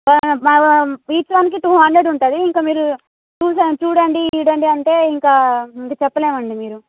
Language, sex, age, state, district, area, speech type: Telugu, female, 18-30, Telangana, Hyderabad, rural, conversation